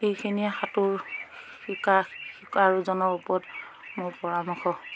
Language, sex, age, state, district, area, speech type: Assamese, female, 30-45, Assam, Lakhimpur, rural, spontaneous